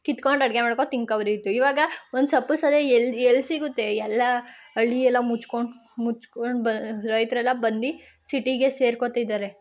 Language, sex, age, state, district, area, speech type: Kannada, female, 30-45, Karnataka, Ramanagara, rural, spontaneous